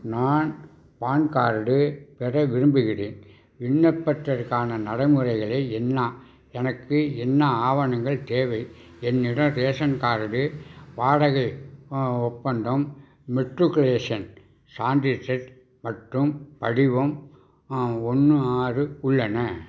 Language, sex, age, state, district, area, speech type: Tamil, male, 60+, Tamil Nadu, Tiruvarur, rural, read